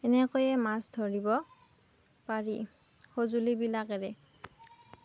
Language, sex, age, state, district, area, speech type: Assamese, female, 18-30, Assam, Darrang, rural, spontaneous